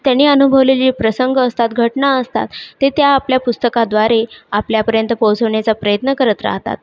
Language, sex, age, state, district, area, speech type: Marathi, female, 30-45, Maharashtra, Buldhana, urban, spontaneous